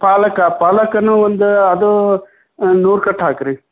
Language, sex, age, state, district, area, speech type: Kannada, male, 60+, Karnataka, Koppal, urban, conversation